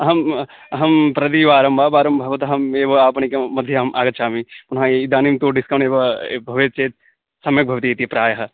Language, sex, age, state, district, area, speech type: Sanskrit, male, 18-30, West Bengal, Dakshin Dinajpur, rural, conversation